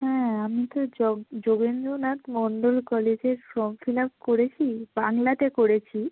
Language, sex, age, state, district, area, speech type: Bengali, female, 18-30, West Bengal, North 24 Parganas, rural, conversation